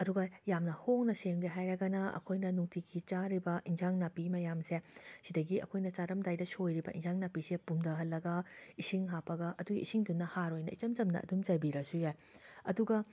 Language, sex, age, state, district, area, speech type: Manipuri, female, 45-60, Manipur, Imphal West, urban, spontaneous